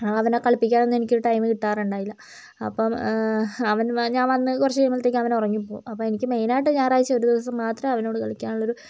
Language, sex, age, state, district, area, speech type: Malayalam, female, 45-60, Kerala, Kozhikode, urban, spontaneous